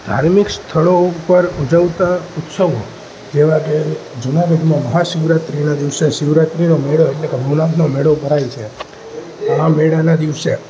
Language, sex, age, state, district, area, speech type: Gujarati, male, 18-30, Gujarat, Junagadh, rural, spontaneous